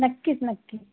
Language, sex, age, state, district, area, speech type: Marathi, female, 30-45, Maharashtra, Yavatmal, rural, conversation